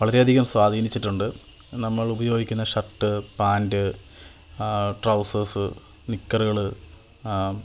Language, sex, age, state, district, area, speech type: Malayalam, male, 18-30, Kerala, Idukki, rural, spontaneous